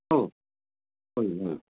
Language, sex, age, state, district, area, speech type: Marathi, male, 18-30, Maharashtra, Raigad, rural, conversation